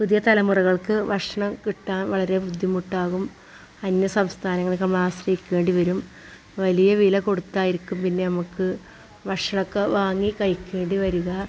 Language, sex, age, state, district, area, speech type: Malayalam, female, 45-60, Kerala, Malappuram, rural, spontaneous